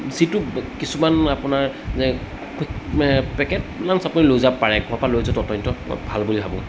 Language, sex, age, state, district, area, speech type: Assamese, male, 30-45, Assam, Jorhat, urban, spontaneous